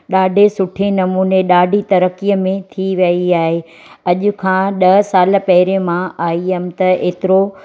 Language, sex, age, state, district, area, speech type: Sindhi, female, 45-60, Gujarat, Surat, urban, spontaneous